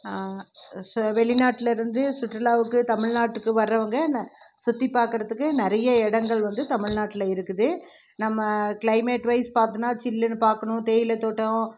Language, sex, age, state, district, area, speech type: Tamil, female, 60+, Tamil Nadu, Krishnagiri, rural, spontaneous